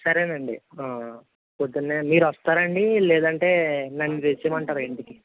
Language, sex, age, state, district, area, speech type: Telugu, male, 18-30, Andhra Pradesh, Eluru, rural, conversation